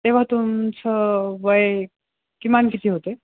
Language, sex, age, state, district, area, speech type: Marathi, male, 18-30, Maharashtra, Jalna, urban, conversation